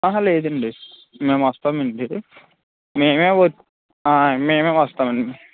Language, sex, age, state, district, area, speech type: Telugu, male, 18-30, Andhra Pradesh, West Godavari, rural, conversation